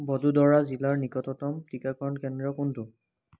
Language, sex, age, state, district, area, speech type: Assamese, male, 30-45, Assam, Biswanath, rural, read